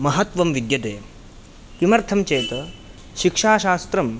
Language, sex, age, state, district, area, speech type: Sanskrit, male, 18-30, Karnataka, Udupi, rural, spontaneous